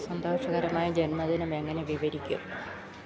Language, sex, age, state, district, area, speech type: Malayalam, female, 60+, Kerala, Idukki, rural, read